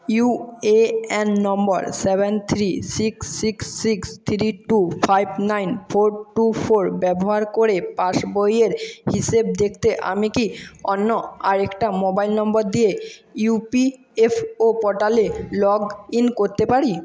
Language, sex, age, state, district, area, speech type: Bengali, male, 18-30, West Bengal, Jhargram, rural, read